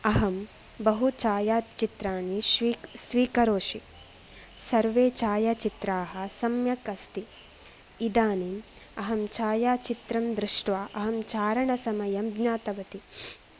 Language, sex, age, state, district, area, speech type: Sanskrit, female, 18-30, Karnataka, Dakshina Kannada, rural, spontaneous